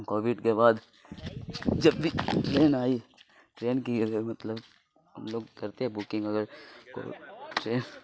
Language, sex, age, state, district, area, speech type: Urdu, male, 30-45, Bihar, Khagaria, rural, spontaneous